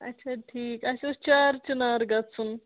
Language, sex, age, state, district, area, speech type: Kashmiri, female, 18-30, Jammu and Kashmir, Budgam, rural, conversation